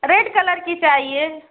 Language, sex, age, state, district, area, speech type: Hindi, female, 30-45, Uttar Pradesh, Azamgarh, rural, conversation